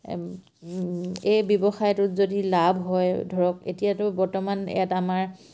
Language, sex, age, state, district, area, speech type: Assamese, female, 45-60, Assam, Dibrugarh, rural, spontaneous